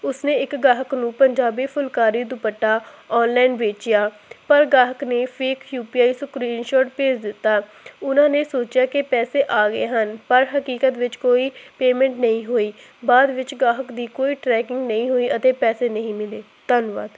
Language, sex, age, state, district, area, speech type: Punjabi, female, 18-30, Punjab, Hoshiarpur, rural, spontaneous